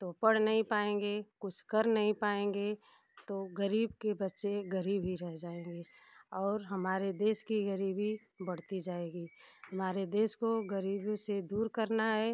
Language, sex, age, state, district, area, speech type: Hindi, female, 45-60, Uttar Pradesh, Ghazipur, rural, spontaneous